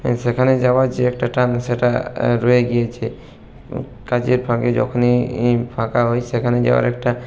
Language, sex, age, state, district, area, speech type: Bengali, male, 30-45, West Bengal, Purulia, urban, spontaneous